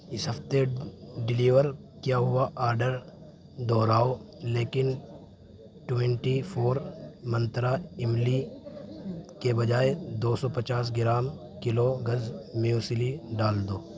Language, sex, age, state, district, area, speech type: Urdu, male, 18-30, Uttar Pradesh, Saharanpur, urban, read